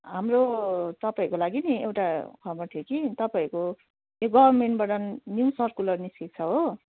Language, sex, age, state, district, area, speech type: Nepali, female, 30-45, West Bengal, Darjeeling, rural, conversation